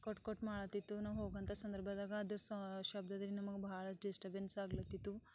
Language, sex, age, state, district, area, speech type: Kannada, female, 18-30, Karnataka, Bidar, rural, spontaneous